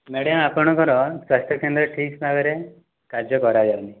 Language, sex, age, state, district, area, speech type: Odia, male, 30-45, Odisha, Jajpur, rural, conversation